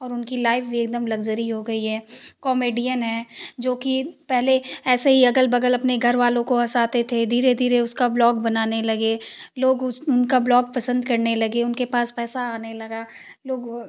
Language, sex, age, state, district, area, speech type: Hindi, female, 18-30, Uttar Pradesh, Ghazipur, urban, spontaneous